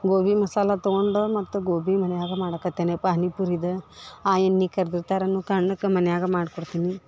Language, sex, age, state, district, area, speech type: Kannada, female, 18-30, Karnataka, Dharwad, urban, spontaneous